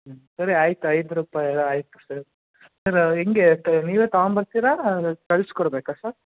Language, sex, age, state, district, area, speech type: Kannada, male, 18-30, Karnataka, Chikkamagaluru, rural, conversation